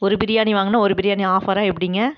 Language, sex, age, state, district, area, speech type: Tamil, female, 45-60, Tamil Nadu, Namakkal, rural, spontaneous